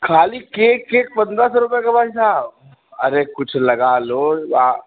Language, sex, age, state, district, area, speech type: Hindi, male, 45-60, Uttar Pradesh, Sitapur, rural, conversation